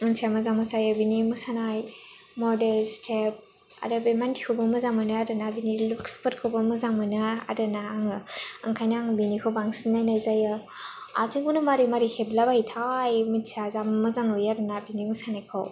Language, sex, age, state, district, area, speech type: Bodo, female, 18-30, Assam, Kokrajhar, urban, spontaneous